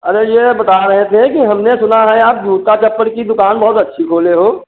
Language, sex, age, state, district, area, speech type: Hindi, male, 30-45, Uttar Pradesh, Hardoi, rural, conversation